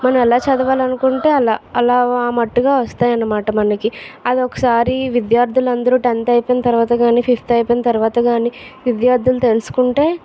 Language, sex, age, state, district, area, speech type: Telugu, female, 30-45, Andhra Pradesh, Vizianagaram, rural, spontaneous